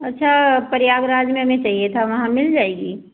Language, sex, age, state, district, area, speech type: Hindi, female, 45-60, Uttar Pradesh, Ayodhya, rural, conversation